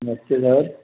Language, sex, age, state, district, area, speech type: Dogri, male, 30-45, Jammu and Kashmir, Udhampur, rural, conversation